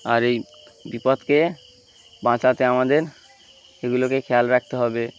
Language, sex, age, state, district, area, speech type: Bengali, male, 18-30, West Bengal, Uttar Dinajpur, urban, spontaneous